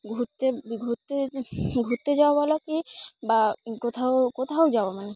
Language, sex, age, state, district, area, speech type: Bengali, female, 18-30, West Bengal, Dakshin Dinajpur, urban, spontaneous